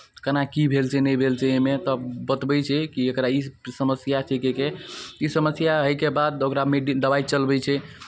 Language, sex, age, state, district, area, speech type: Maithili, male, 18-30, Bihar, Araria, rural, spontaneous